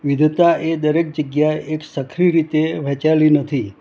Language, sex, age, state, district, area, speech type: Gujarati, male, 60+, Gujarat, Anand, urban, spontaneous